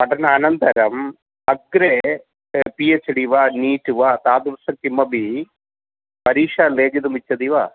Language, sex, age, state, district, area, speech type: Sanskrit, male, 45-60, Kerala, Thrissur, urban, conversation